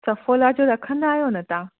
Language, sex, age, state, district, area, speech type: Sindhi, female, 30-45, Gujarat, Surat, urban, conversation